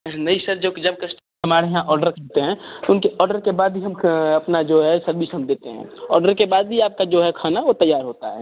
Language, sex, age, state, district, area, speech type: Hindi, male, 30-45, Bihar, Darbhanga, rural, conversation